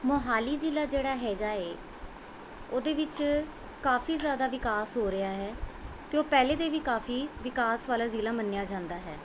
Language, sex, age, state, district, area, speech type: Punjabi, female, 30-45, Punjab, Mohali, urban, spontaneous